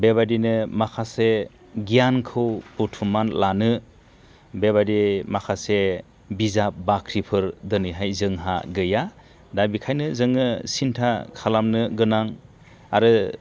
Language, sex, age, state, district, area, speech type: Bodo, male, 45-60, Assam, Chirang, rural, spontaneous